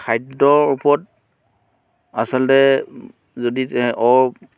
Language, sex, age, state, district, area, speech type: Assamese, male, 45-60, Assam, Golaghat, urban, spontaneous